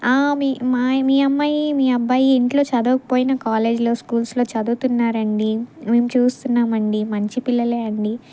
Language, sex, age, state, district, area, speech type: Telugu, female, 18-30, Andhra Pradesh, Bapatla, rural, spontaneous